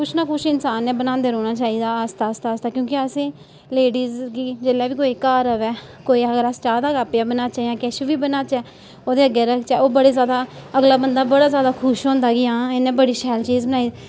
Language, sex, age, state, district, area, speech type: Dogri, female, 30-45, Jammu and Kashmir, Samba, rural, spontaneous